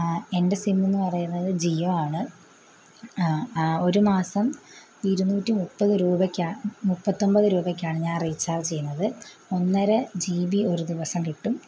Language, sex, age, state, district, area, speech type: Malayalam, female, 18-30, Kerala, Kottayam, rural, spontaneous